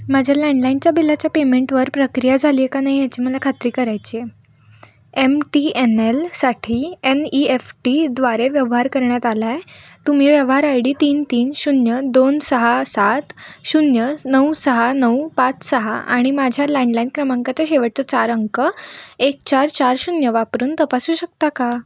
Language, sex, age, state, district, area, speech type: Marathi, female, 18-30, Maharashtra, Kolhapur, urban, read